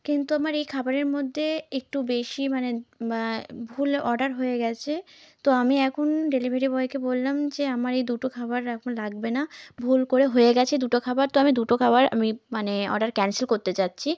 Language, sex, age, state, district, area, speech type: Bengali, female, 18-30, West Bengal, South 24 Parganas, rural, spontaneous